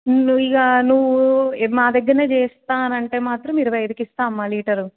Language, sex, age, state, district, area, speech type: Telugu, female, 18-30, Telangana, Siddipet, urban, conversation